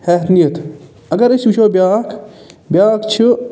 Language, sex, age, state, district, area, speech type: Kashmiri, male, 45-60, Jammu and Kashmir, Budgam, urban, spontaneous